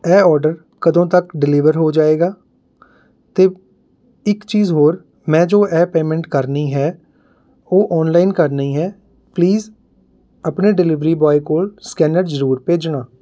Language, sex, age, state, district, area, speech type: Punjabi, male, 30-45, Punjab, Mohali, urban, spontaneous